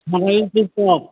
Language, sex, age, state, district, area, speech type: Bengali, male, 60+, West Bengal, Uttar Dinajpur, urban, conversation